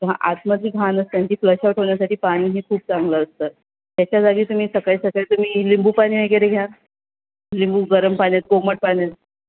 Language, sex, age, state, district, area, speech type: Marathi, female, 18-30, Maharashtra, Thane, urban, conversation